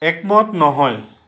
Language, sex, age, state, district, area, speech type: Assamese, male, 60+, Assam, Lakhimpur, urban, read